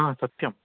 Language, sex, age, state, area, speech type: Sanskrit, male, 30-45, Rajasthan, urban, conversation